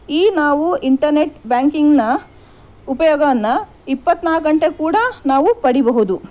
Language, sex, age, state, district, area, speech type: Kannada, female, 30-45, Karnataka, Shimoga, rural, spontaneous